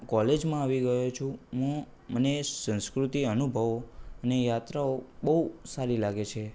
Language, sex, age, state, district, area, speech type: Gujarati, male, 18-30, Gujarat, Anand, urban, spontaneous